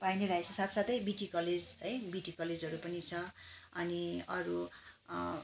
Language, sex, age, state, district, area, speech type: Nepali, female, 45-60, West Bengal, Darjeeling, rural, spontaneous